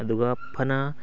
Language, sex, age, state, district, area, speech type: Manipuri, male, 18-30, Manipur, Kakching, rural, spontaneous